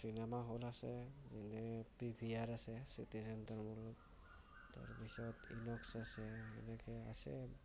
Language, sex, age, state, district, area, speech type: Assamese, female, 60+, Assam, Kamrup Metropolitan, urban, spontaneous